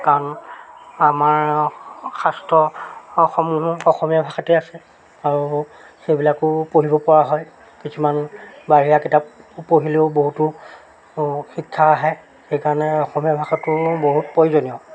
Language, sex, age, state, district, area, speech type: Assamese, male, 45-60, Assam, Jorhat, urban, spontaneous